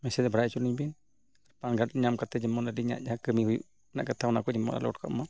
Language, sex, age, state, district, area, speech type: Santali, male, 45-60, Odisha, Mayurbhanj, rural, spontaneous